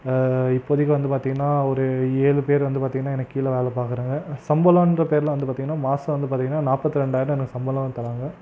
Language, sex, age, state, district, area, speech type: Tamil, male, 18-30, Tamil Nadu, Krishnagiri, rural, spontaneous